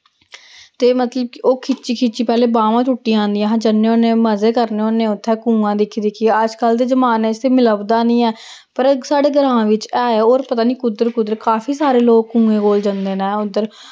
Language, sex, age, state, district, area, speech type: Dogri, female, 18-30, Jammu and Kashmir, Samba, rural, spontaneous